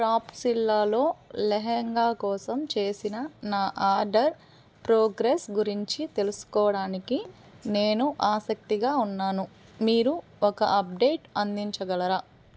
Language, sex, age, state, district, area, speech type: Telugu, female, 30-45, Andhra Pradesh, Eluru, urban, read